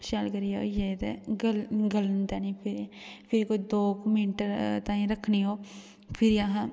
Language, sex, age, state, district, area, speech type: Dogri, female, 18-30, Jammu and Kashmir, Kathua, rural, spontaneous